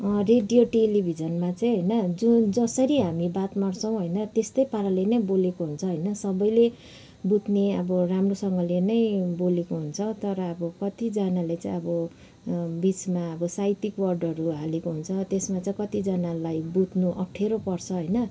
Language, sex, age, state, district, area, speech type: Nepali, female, 30-45, West Bengal, Kalimpong, rural, spontaneous